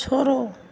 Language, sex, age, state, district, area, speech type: Hindi, female, 60+, Bihar, Madhepura, rural, read